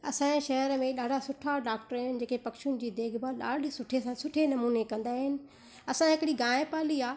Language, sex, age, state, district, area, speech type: Sindhi, female, 30-45, Gujarat, Surat, urban, spontaneous